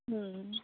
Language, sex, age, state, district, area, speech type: Bengali, female, 18-30, West Bengal, Jhargram, rural, conversation